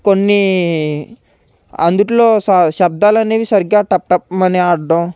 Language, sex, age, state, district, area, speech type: Telugu, male, 18-30, Andhra Pradesh, Konaseema, rural, spontaneous